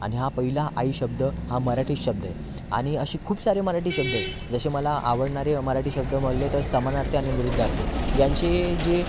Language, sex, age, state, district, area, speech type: Marathi, male, 18-30, Maharashtra, Thane, urban, spontaneous